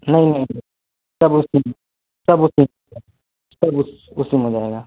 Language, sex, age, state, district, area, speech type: Hindi, male, 18-30, Uttar Pradesh, Mau, rural, conversation